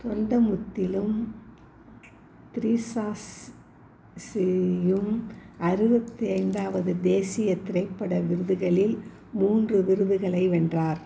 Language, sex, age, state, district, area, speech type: Tamil, female, 60+, Tamil Nadu, Salem, rural, read